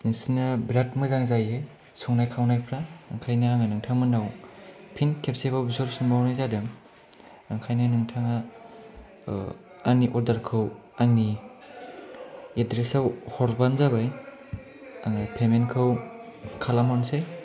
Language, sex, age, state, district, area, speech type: Bodo, male, 18-30, Assam, Kokrajhar, rural, spontaneous